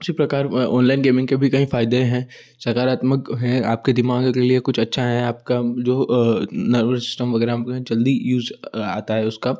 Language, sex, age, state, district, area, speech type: Hindi, male, 18-30, Madhya Pradesh, Ujjain, urban, spontaneous